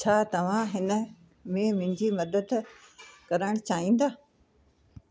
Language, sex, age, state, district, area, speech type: Sindhi, female, 60+, Uttar Pradesh, Lucknow, urban, read